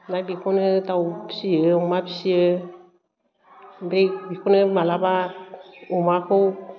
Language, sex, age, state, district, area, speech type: Bodo, female, 60+, Assam, Chirang, rural, spontaneous